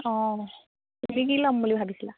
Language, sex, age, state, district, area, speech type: Assamese, female, 30-45, Assam, Lakhimpur, rural, conversation